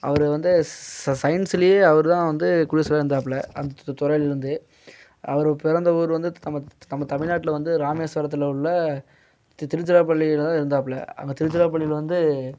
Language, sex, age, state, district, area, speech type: Tamil, male, 18-30, Tamil Nadu, Coimbatore, rural, spontaneous